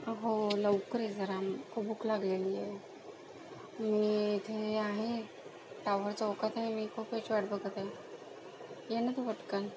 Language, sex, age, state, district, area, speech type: Marathi, female, 18-30, Maharashtra, Akola, rural, spontaneous